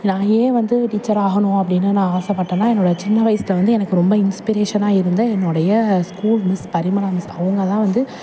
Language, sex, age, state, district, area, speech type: Tamil, female, 30-45, Tamil Nadu, Thanjavur, urban, spontaneous